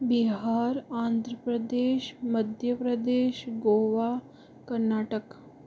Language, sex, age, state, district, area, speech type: Hindi, female, 45-60, Rajasthan, Jaipur, urban, spontaneous